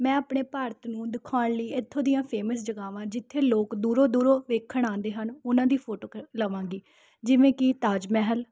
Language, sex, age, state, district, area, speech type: Punjabi, female, 18-30, Punjab, Rupnagar, urban, spontaneous